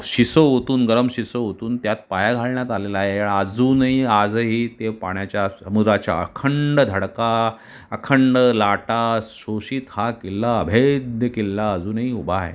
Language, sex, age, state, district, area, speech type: Marathi, male, 45-60, Maharashtra, Sindhudurg, rural, spontaneous